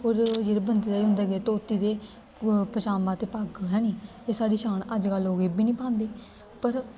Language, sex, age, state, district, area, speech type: Dogri, female, 18-30, Jammu and Kashmir, Kathua, rural, spontaneous